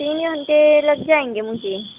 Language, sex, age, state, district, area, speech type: Urdu, female, 30-45, Delhi, Central Delhi, rural, conversation